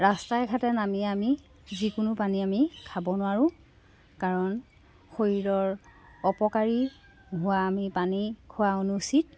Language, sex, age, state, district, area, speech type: Assamese, female, 30-45, Assam, Jorhat, urban, spontaneous